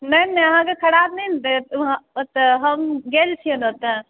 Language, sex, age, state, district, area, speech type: Maithili, female, 18-30, Bihar, Purnia, urban, conversation